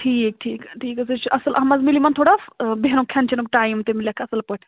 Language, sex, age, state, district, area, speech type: Kashmiri, female, 30-45, Jammu and Kashmir, Bandipora, rural, conversation